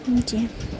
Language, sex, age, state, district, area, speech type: Urdu, female, 18-30, Bihar, Madhubani, rural, spontaneous